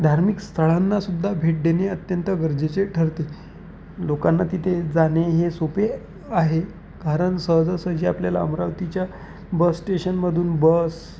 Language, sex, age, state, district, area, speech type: Marathi, male, 18-30, Maharashtra, Amravati, urban, spontaneous